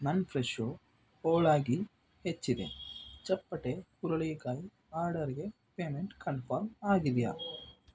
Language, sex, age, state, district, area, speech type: Kannada, male, 18-30, Karnataka, Bangalore Rural, urban, read